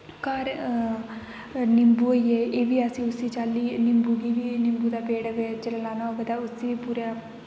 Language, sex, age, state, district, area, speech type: Dogri, female, 18-30, Jammu and Kashmir, Kathua, rural, spontaneous